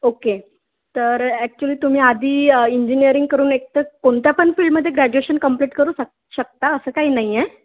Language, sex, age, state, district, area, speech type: Marathi, female, 18-30, Maharashtra, Wardha, rural, conversation